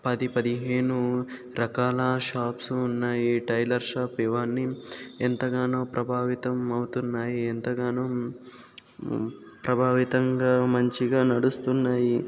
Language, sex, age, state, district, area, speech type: Telugu, male, 60+, Andhra Pradesh, Kakinada, rural, spontaneous